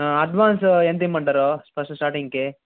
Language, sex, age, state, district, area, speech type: Telugu, male, 45-60, Andhra Pradesh, Chittoor, rural, conversation